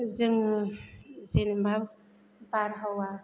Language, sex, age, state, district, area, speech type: Bodo, female, 45-60, Assam, Chirang, rural, spontaneous